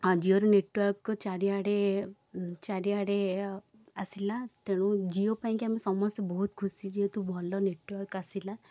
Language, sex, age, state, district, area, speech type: Odia, female, 18-30, Odisha, Puri, urban, spontaneous